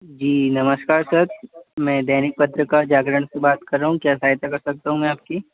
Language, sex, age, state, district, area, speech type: Hindi, male, 18-30, Madhya Pradesh, Gwalior, urban, conversation